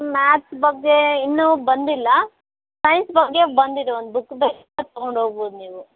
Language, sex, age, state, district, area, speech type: Kannada, female, 18-30, Karnataka, Bellary, urban, conversation